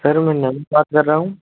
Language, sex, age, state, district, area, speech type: Hindi, male, 18-30, Rajasthan, Nagaur, rural, conversation